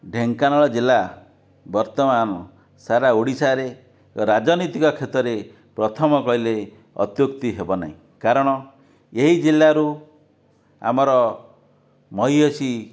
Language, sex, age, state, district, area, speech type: Odia, male, 45-60, Odisha, Dhenkanal, rural, spontaneous